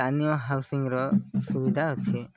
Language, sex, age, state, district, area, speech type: Odia, male, 30-45, Odisha, Koraput, urban, spontaneous